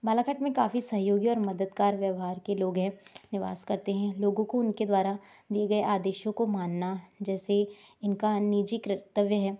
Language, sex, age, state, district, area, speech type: Hindi, male, 30-45, Madhya Pradesh, Balaghat, rural, spontaneous